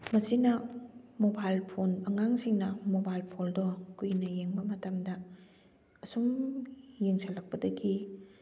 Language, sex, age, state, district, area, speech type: Manipuri, female, 45-60, Manipur, Kakching, rural, spontaneous